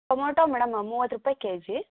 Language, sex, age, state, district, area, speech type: Kannada, female, 18-30, Karnataka, Chitradurga, rural, conversation